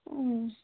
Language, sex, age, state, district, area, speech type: Bengali, female, 18-30, West Bengal, Cooch Behar, rural, conversation